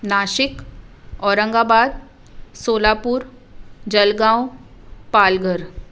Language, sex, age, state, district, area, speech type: Sindhi, female, 30-45, Maharashtra, Mumbai Suburban, urban, spontaneous